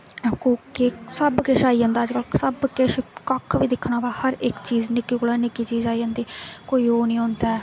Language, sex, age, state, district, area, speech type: Dogri, female, 18-30, Jammu and Kashmir, Jammu, rural, spontaneous